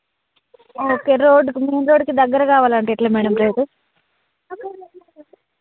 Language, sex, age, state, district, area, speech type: Telugu, female, 30-45, Telangana, Hanamkonda, rural, conversation